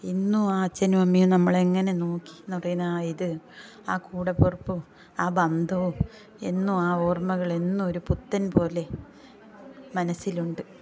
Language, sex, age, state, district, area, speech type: Malayalam, female, 45-60, Kerala, Kasaragod, rural, spontaneous